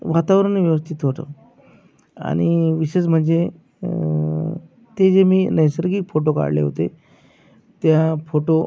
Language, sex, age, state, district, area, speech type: Marathi, male, 45-60, Maharashtra, Akola, urban, spontaneous